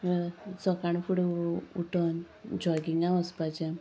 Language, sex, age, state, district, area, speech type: Goan Konkani, female, 30-45, Goa, Sanguem, rural, spontaneous